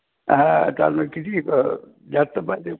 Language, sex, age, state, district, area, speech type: Marathi, male, 60+, Maharashtra, Nanded, rural, conversation